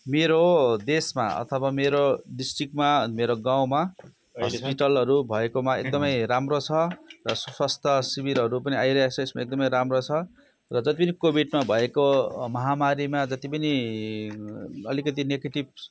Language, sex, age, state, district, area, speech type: Nepali, male, 45-60, West Bengal, Darjeeling, rural, spontaneous